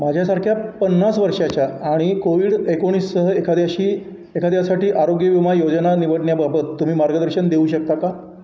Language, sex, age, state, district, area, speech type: Marathi, male, 60+, Maharashtra, Satara, urban, read